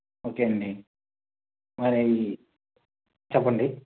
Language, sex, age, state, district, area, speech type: Telugu, male, 45-60, Andhra Pradesh, Vizianagaram, rural, conversation